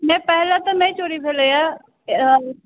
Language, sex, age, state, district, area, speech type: Maithili, female, 18-30, Bihar, Purnia, urban, conversation